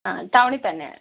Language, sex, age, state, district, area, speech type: Malayalam, female, 18-30, Kerala, Wayanad, rural, conversation